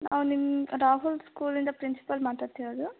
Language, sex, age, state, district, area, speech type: Kannada, female, 18-30, Karnataka, Davanagere, rural, conversation